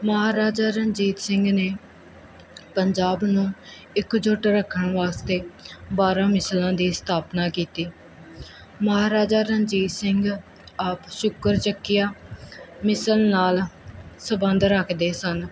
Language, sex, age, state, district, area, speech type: Punjabi, female, 18-30, Punjab, Muktsar, rural, spontaneous